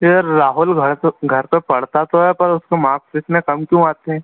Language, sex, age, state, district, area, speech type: Hindi, male, 18-30, Madhya Pradesh, Harda, urban, conversation